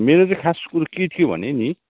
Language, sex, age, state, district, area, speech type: Nepali, male, 45-60, West Bengal, Darjeeling, rural, conversation